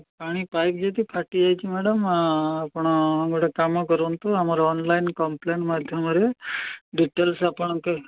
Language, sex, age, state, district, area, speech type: Odia, male, 60+, Odisha, Gajapati, rural, conversation